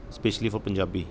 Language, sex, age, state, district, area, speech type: Punjabi, male, 30-45, Punjab, Kapurthala, urban, spontaneous